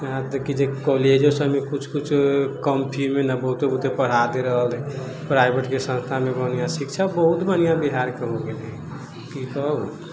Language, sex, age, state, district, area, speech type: Maithili, male, 30-45, Bihar, Sitamarhi, urban, spontaneous